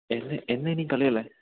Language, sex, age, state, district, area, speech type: Malayalam, male, 18-30, Kerala, Idukki, rural, conversation